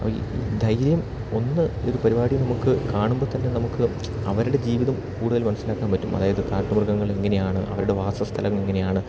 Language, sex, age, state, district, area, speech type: Malayalam, male, 30-45, Kerala, Idukki, rural, spontaneous